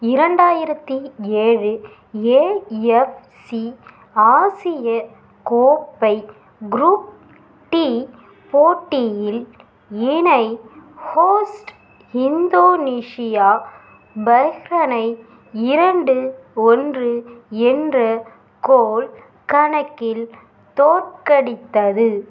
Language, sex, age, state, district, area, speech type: Tamil, female, 18-30, Tamil Nadu, Ariyalur, rural, read